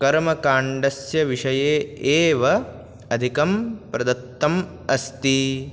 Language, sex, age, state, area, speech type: Sanskrit, male, 18-30, Rajasthan, urban, spontaneous